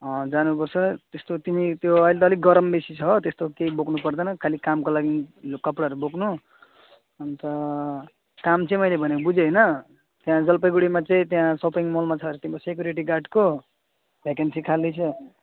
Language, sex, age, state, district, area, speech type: Nepali, male, 18-30, West Bengal, Alipurduar, rural, conversation